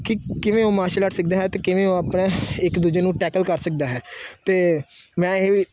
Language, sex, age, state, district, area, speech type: Punjabi, male, 30-45, Punjab, Amritsar, urban, spontaneous